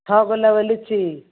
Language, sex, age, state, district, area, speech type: Maithili, female, 45-60, Bihar, Madhepura, rural, conversation